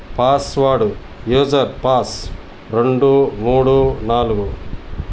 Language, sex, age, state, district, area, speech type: Telugu, male, 60+, Andhra Pradesh, Nellore, rural, read